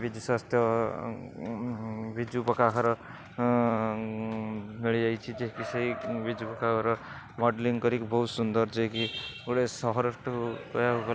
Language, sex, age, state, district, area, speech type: Odia, male, 60+, Odisha, Rayagada, rural, spontaneous